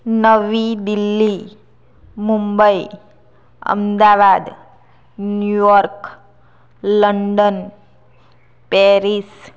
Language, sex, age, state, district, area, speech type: Gujarati, female, 30-45, Gujarat, Anand, rural, spontaneous